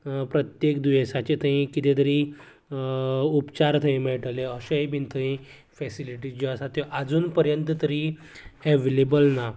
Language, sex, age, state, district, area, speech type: Goan Konkani, male, 18-30, Goa, Canacona, rural, spontaneous